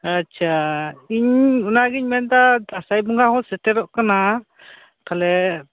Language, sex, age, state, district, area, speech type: Santali, male, 30-45, West Bengal, Purba Bardhaman, rural, conversation